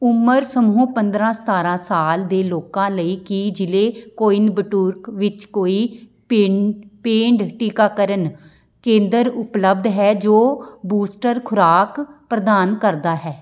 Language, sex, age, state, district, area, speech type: Punjabi, female, 30-45, Punjab, Amritsar, urban, read